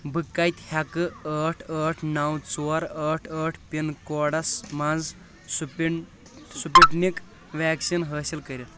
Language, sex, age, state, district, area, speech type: Kashmiri, male, 18-30, Jammu and Kashmir, Shopian, urban, read